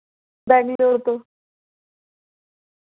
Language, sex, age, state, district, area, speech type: Dogri, female, 18-30, Jammu and Kashmir, Jammu, urban, conversation